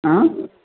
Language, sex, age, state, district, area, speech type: Kashmiri, male, 30-45, Jammu and Kashmir, Srinagar, urban, conversation